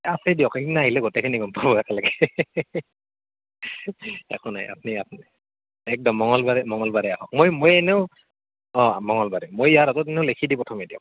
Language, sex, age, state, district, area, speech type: Assamese, male, 18-30, Assam, Nalbari, rural, conversation